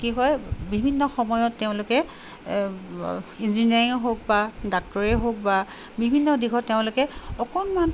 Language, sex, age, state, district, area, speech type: Assamese, female, 60+, Assam, Charaideo, urban, spontaneous